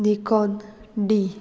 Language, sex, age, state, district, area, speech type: Goan Konkani, female, 18-30, Goa, Murmgao, urban, read